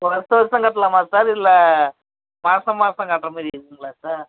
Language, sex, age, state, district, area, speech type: Tamil, male, 30-45, Tamil Nadu, Tiruvannamalai, urban, conversation